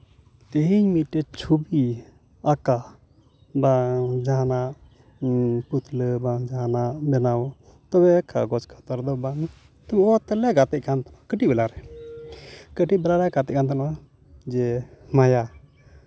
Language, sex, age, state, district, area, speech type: Santali, male, 45-60, West Bengal, Uttar Dinajpur, rural, spontaneous